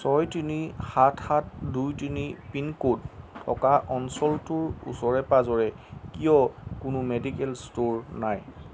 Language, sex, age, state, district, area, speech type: Assamese, male, 30-45, Assam, Jorhat, urban, read